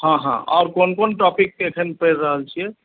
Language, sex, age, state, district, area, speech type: Maithili, male, 30-45, Bihar, Madhubani, rural, conversation